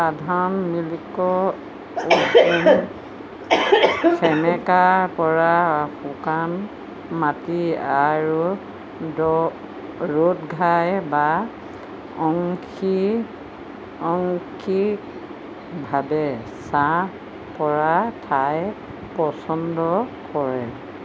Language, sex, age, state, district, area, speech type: Assamese, female, 60+, Assam, Golaghat, urban, read